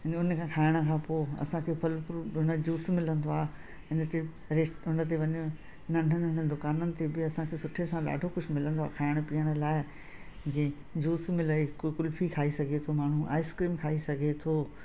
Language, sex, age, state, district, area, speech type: Sindhi, female, 60+, Madhya Pradesh, Katni, urban, spontaneous